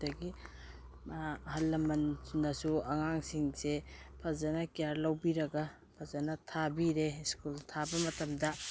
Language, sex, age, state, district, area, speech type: Manipuri, female, 45-60, Manipur, Imphal East, rural, spontaneous